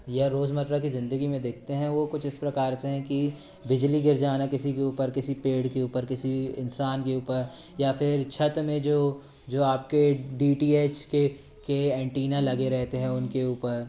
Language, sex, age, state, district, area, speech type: Hindi, male, 18-30, Madhya Pradesh, Jabalpur, urban, spontaneous